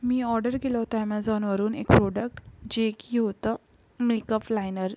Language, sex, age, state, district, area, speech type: Marathi, female, 18-30, Maharashtra, Yavatmal, urban, spontaneous